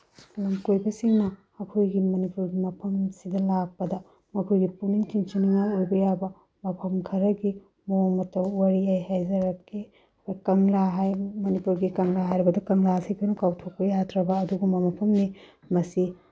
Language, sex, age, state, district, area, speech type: Manipuri, female, 30-45, Manipur, Bishnupur, rural, spontaneous